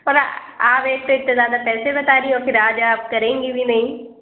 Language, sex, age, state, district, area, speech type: Urdu, female, 30-45, Uttar Pradesh, Lucknow, rural, conversation